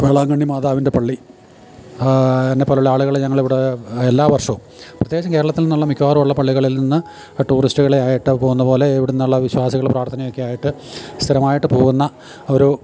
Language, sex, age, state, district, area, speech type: Malayalam, male, 60+, Kerala, Idukki, rural, spontaneous